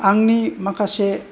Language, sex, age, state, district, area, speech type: Bodo, male, 60+, Assam, Chirang, rural, spontaneous